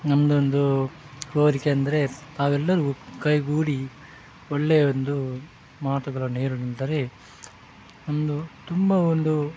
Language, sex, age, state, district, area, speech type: Kannada, male, 30-45, Karnataka, Udupi, rural, spontaneous